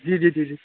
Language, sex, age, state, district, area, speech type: Hindi, male, 18-30, Bihar, Darbhanga, rural, conversation